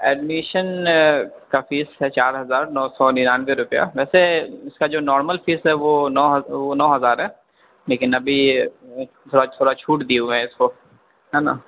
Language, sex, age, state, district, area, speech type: Urdu, male, 18-30, Bihar, Darbhanga, urban, conversation